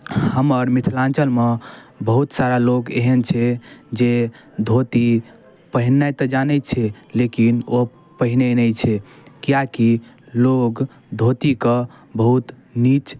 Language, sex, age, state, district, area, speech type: Maithili, male, 18-30, Bihar, Darbhanga, rural, spontaneous